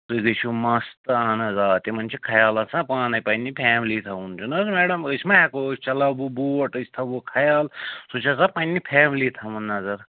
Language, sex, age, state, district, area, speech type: Kashmiri, male, 45-60, Jammu and Kashmir, Srinagar, urban, conversation